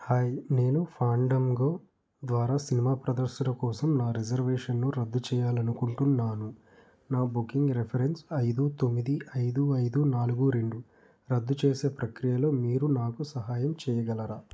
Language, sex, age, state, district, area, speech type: Telugu, male, 18-30, Andhra Pradesh, Nellore, rural, read